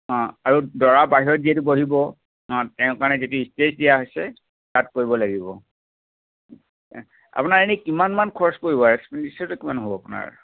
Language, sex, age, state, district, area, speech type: Assamese, male, 45-60, Assam, Dhemaji, urban, conversation